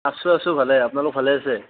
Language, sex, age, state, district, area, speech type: Assamese, male, 30-45, Assam, Nalbari, rural, conversation